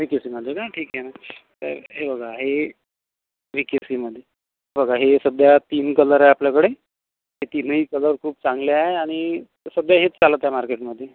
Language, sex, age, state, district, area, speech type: Marathi, female, 30-45, Maharashtra, Amravati, rural, conversation